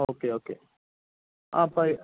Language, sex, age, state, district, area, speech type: Malayalam, male, 30-45, Kerala, Idukki, rural, conversation